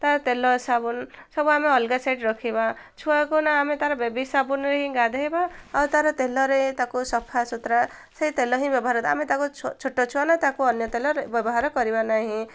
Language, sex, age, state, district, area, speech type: Odia, female, 18-30, Odisha, Ganjam, urban, spontaneous